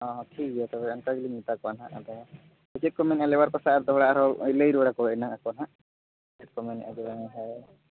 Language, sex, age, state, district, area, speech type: Santali, male, 18-30, Jharkhand, Seraikela Kharsawan, rural, conversation